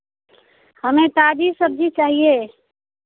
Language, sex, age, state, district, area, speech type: Hindi, female, 45-60, Uttar Pradesh, Chandauli, rural, conversation